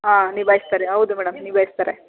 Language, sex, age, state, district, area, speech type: Kannada, female, 30-45, Karnataka, Chamarajanagar, rural, conversation